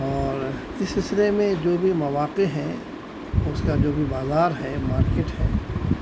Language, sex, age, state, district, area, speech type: Urdu, male, 60+, Delhi, South Delhi, urban, spontaneous